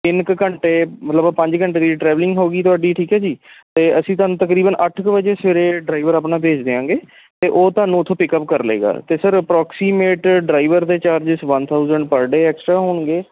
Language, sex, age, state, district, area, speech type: Punjabi, male, 30-45, Punjab, Kapurthala, urban, conversation